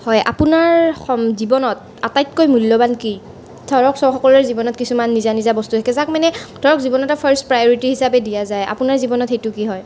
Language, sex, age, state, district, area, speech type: Assamese, female, 18-30, Assam, Nalbari, rural, spontaneous